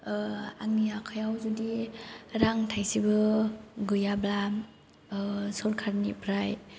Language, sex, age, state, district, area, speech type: Bodo, female, 18-30, Assam, Chirang, rural, spontaneous